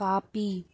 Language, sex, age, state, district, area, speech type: Tamil, female, 30-45, Tamil Nadu, Pudukkottai, rural, read